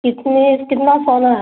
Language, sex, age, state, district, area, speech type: Hindi, female, 30-45, Madhya Pradesh, Gwalior, rural, conversation